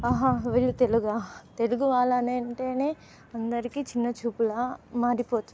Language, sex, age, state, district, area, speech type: Telugu, female, 18-30, Telangana, Nizamabad, urban, spontaneous